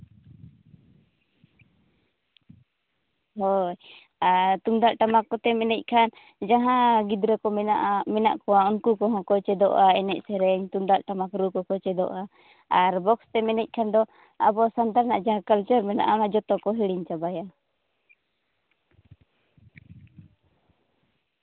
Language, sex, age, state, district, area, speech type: Santali, female, 30-45, Jharkhand, Seraikela Kharsawan, rural, conversation